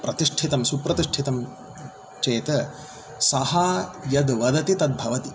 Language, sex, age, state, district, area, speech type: Sanskrit, male, 30-45, Karnataka, Davanagere, urban, spontaneous